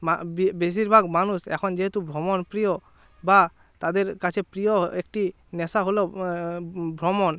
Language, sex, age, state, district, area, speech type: Bengali, male, 18-30, West Bengal, Jalpaiguri, rural, spontaneous